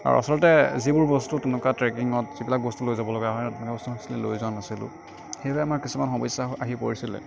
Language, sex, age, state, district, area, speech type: Assamese, male, 18-30, Assam, Kamrup Metropolitan, urban, spontaneous